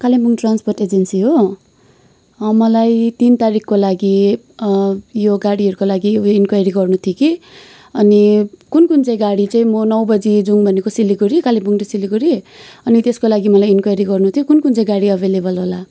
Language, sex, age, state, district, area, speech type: Nepali, female, 18-30, West Bengal, Kalimpong, rural, spontaneous